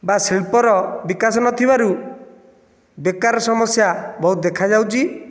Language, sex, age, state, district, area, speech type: Odia, male, 30-45, Odisha, Nayagarh, rural, spontaneous